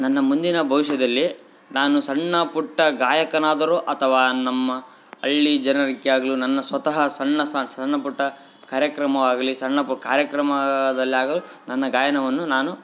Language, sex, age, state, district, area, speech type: Kannada, male, 18-30, Karnataka, Bellary, rural, spontaneous